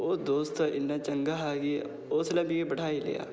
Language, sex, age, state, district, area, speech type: Dogri, male, 18-30, Jammu and Kashmir, Udhampur, rural, spontaneous